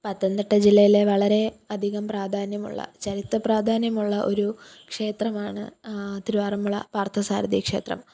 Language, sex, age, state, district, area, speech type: Malayalam, female, 18-30, Kerala, Pathanamthitta, rural, spontaneous